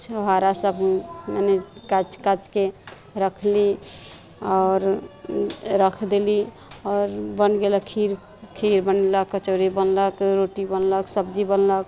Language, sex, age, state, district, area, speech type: Maithili, female, 30-45, Bihar, Sitamarhi, rural, spontaneous